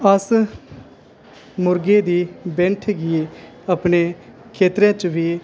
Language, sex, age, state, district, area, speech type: Dogri, male, 18-30, Jammu and Kashmir, Kathua, rural, spontaneous